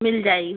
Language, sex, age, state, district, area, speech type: Hindi, female, 60+, Madhya Pradesh, Betul, urban, conversation